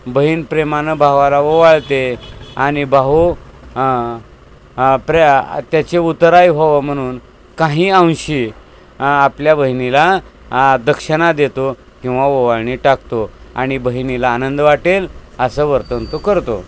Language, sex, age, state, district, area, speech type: Marathi, male, 60+, Maharashtra, Osmanabad, rural, spontaneous